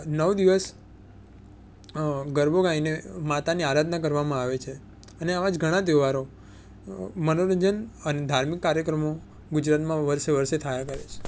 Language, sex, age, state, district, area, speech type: Gujarati, male, 18-30, Gujarat, Surat, urban, spontaneous